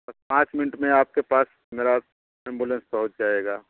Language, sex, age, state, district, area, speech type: Hindi, male, 30-45, Uttar Pradesh, Bhadohi, rural, conversation